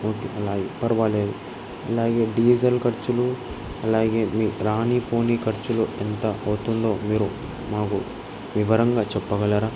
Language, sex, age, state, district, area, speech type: Telugu, male, 18-30, Andhra Pradesh, Krishna, urban, spontaneous